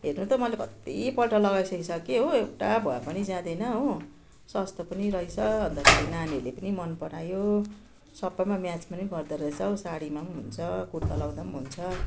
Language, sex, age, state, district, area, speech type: Nepali, female, 60+, West Bengal, Darjeeling, rural, spontaneous